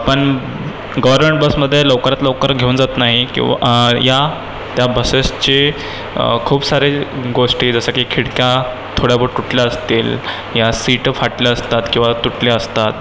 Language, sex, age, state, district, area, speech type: Marathi, female, 18-30, Maharashtra, Nagpur, urban, spontaneous